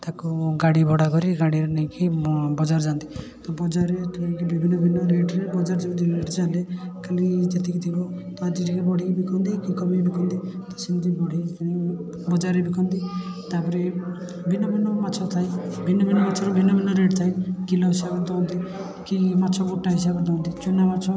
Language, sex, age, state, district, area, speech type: Odia, male, 18-30, Odisha, Puri, urban, spontaneous